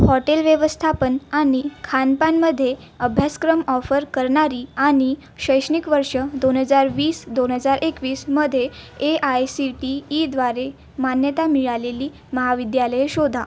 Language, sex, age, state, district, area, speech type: Marathi, female, 18-30, Maharashtra, Nagpur, urban, read